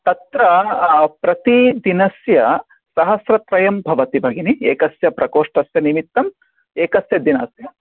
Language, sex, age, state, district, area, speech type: Sanskrit, male, 30-45, Karnataka, Bidar, urban, conversation